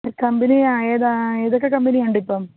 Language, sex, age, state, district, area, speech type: Malayalam, female, 30-45, Kerala, Alappuzha, rural, conversation